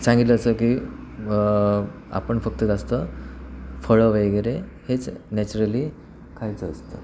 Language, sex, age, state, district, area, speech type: Marathi, male, 30-45, Maharashtra, Sindhudurg, rural, spontaneous